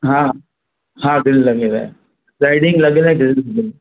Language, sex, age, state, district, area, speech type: Sindhi, male, 45-60, Maharashtra, Mumbai Suburban, urban, conversation